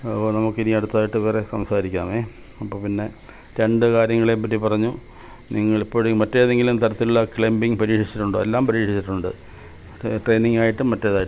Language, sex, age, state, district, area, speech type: Malayalam, male, 60+, Kerala, Kollam, rural, spontaneous